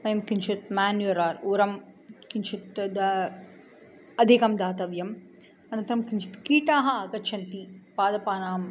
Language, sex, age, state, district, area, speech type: Sanskrit, female, 45-60, Tamil Nadu, Chennai, urban, spontaneous